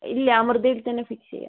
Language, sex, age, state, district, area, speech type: Malayalam, female, 30-45, Kerala, Wayanad, rural, conversation